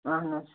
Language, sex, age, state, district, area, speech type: Kashmiri, male, 18-30, Jammu and Kashmir, Ganderbal, rural, conversation